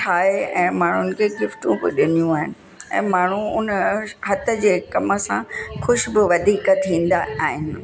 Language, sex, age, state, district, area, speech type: Sindhi, female, 60+, Uttar Pradesh, Lucknow, rural, spontaneous